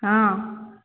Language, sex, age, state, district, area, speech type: Odia, female, 45-60, Odisha, Angul, rural, conversation